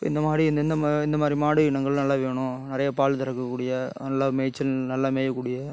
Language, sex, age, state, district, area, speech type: Tamil, male, 30-45, Tamil Nadu, Tiruchirappalli, rural, spontaneous